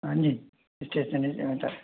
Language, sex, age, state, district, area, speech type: Hindi, male, 60+, Rajasthan, Jaipur, urban, conversation